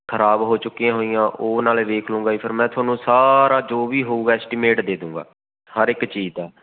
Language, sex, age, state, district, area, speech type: Punjabi, male, 18-30, Punjab, Faridkot, urban, conversation